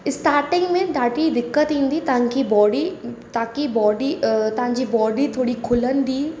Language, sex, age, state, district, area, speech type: Sindhi, female, 18-30, Rajasthan, Ajmer, urban, spontaneous